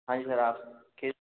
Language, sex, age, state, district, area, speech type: Hindi, male, 18-30, Madhya Pradesh, Gwalior, urban, conversation